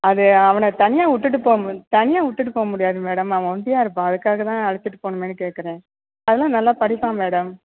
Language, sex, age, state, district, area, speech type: Tamil, female, 45-60, Tamil Nadu, Thanjavur, rural, conversation